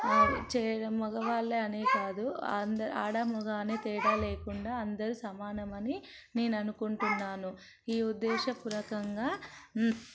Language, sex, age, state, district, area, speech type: Telugu, female, 45-60, Telangana, Ranga Reddy, urban, spontaneous